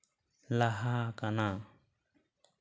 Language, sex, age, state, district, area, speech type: Santali, male, 18-30, West Bengal, Bankura, rural, spontaneous